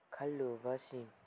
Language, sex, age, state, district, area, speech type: Manipuri, male, 18-30, Manipur, Kangpokpi, urban, read